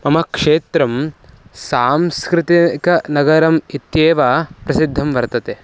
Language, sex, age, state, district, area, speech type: Sanskrit, male, 18-30, Karnataka, Mysore, urban, spontaneous